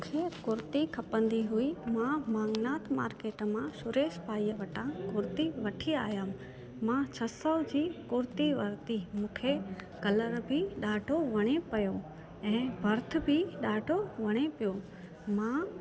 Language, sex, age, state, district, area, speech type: Sindhi, female, 30-45, Gujarat, Junagadh, rural, spontaneous